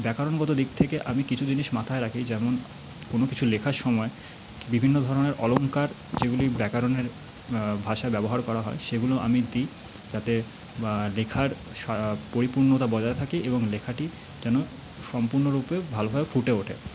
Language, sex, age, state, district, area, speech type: Bengali, male, 30-45, West Bengal, Paschim Bardhaman, urban, spontaneous